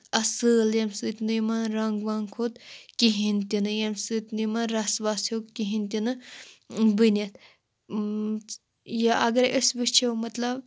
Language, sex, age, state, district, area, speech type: Kashmiri, female, 18-30, Jammu and Kashmir, Shopian, rural, spontaneous